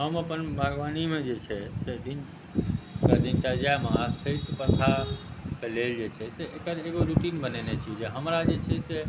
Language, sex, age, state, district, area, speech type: Maithili, male, 30-45, Bihar, Muzaffarpur, urban, spontaneous